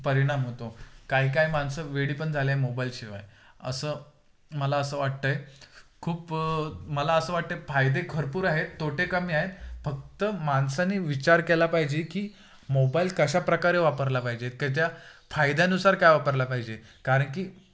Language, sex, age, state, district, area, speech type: Marathi, male, 18-30, Maharashtra, Ratnagiri, rural, spontaneous